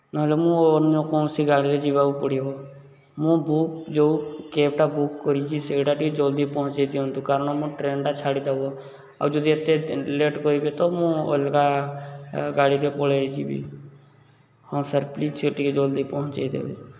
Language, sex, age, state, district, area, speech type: Odia, male, 18-30, Odisha, Subarnapur, urban, spontaneous